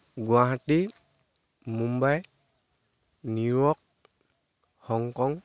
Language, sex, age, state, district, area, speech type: Assamese, male, 18-30, Assam, Dibrugarh, rural, spontaneous